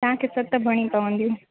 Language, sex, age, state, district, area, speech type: Sindhi, female, 18-30, Gujarat, Junagadh, urban, conversation